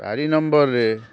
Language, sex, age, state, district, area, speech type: Odia, male, 60+, Odisha, Kendrapara, urban, spontaneous